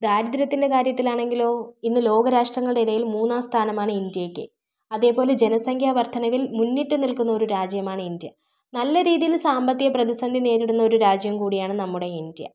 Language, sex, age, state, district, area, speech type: Malayalam, female, 30-45, Kerala, Thiruvananthapuram, rural, spontaneous